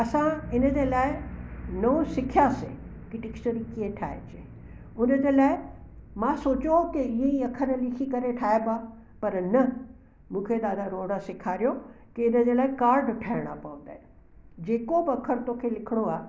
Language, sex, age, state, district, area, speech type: Sindhi, female, 60+, Gujarat, Kutch, urban, spontaneous